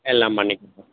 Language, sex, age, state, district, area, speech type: Tamil, male, 60+, Tamil Nadu, Madurai, rural, conversation